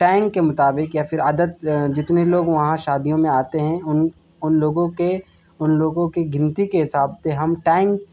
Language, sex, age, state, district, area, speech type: Urdu, male, 18-30, Delhi, East Delhi, urban, spontaneous